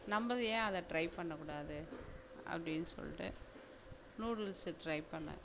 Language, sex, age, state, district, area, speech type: Tamil, female, 60+, Tamil Nadu, Mayiladuthurai, rural, spontaneous